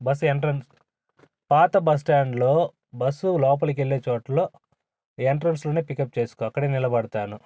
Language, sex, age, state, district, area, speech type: Telugu, male, 45-60, Andhra Pradesh, Sri Balaji, urban, spontaneous